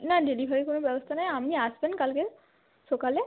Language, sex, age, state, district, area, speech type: Bengali, female, 30-45, West Bengal, Hooghly, urban, conversation